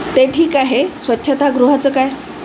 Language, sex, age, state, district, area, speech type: Marathi, female, 60+, Maharashtra, Wardha, urban, read